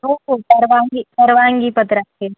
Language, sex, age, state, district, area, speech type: Marathi, female, 18-30, Maharashtra, Ahmednagar, rural, conversation